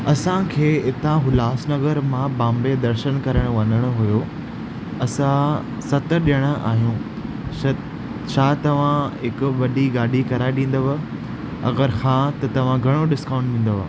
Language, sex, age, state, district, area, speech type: Sindhi, male, 18-30, Maharashtra, Thane, urban, spontaneous